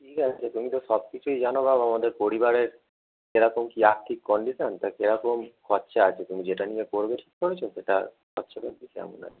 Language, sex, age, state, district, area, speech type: Bengali, male, 30-45, West Bengal, Howrah, urban, conversation